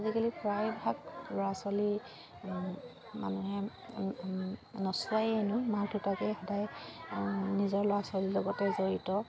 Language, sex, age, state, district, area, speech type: Assamese, female, 45-60, Assam, Dibrugarh, rural, spontaneous